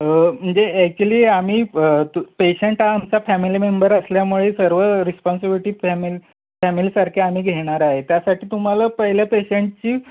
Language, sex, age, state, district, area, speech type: Marathi, male, 30-45, Maharashtra, Sangli, urban, conversation